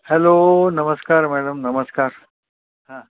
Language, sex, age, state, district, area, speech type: Marathi, male, 60+, Maharashtra, Mumbai Suburban, urban, conversation